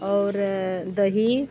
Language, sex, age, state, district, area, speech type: Hindi, female, 30-45, Uttar Pradesh, Varanasi, rural, spontaneous